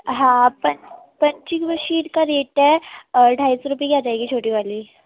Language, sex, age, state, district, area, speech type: Urdu, female, 18-30, Uttar Pradesh, Gautam Buddha Nagar, urban, conversation